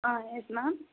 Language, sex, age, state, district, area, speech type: Tamil, female, 18-30, Tamil Nadu, Thanjavur, urban, conversation